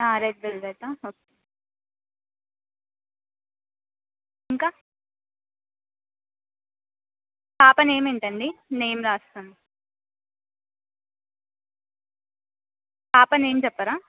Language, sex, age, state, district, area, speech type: Telugu, female, 18-30, Telangana, Adilabad, urban, conversation